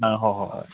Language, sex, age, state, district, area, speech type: Manipuri, male, 18-30, Manipur, Kakching, rural, conversation